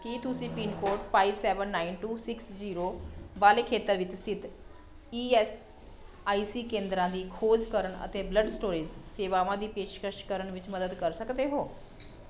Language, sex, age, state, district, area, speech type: Punjabi, female, 30-45, Punjab, Pathankot, rural, read